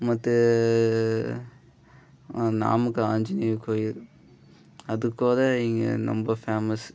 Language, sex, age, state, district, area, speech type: Tamil, male, 18-30, Tamil Nadu, Namakkal, rural, spontaneous